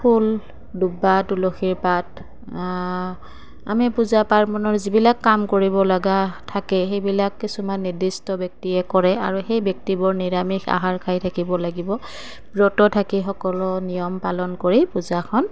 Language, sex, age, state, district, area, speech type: Assamese, female, 30-45, Assam, Goalpara, urban, spontaneous